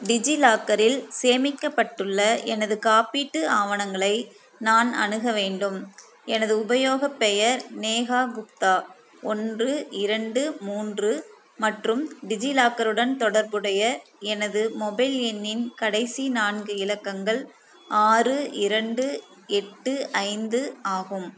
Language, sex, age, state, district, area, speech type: Tamil, female, 30-45, Tamil Nadu, Thoothukudi, rural, read